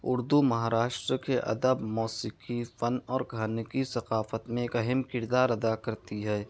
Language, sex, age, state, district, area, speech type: Urdu, male, 18-30, Maharashtra, Nashik, rural, spontaneous